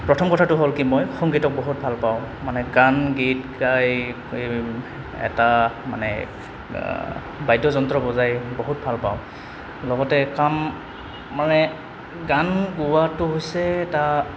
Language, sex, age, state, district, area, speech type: Assamese, male, 18-30, Assam, Goalpara, rural, spontaneous